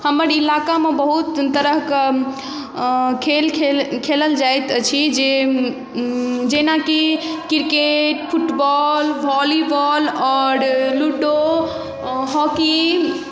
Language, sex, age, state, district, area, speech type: Maithili, female, 18-30, Bihar, Darbhanga, rural, spontaneous